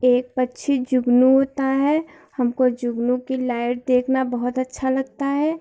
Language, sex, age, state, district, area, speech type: Hindi, female, 45-60, Uttar Pradesh, Hardoi, rural, spontaneous